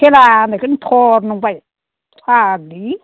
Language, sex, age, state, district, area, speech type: Bodo, female, 60+, Assam, Kokrajhar, rural, conversation